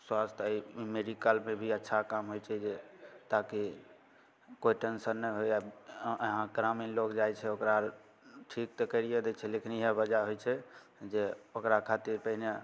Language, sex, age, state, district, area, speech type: Maithili, male, 18-30, Bihar, Begusarai, rural, spontaneous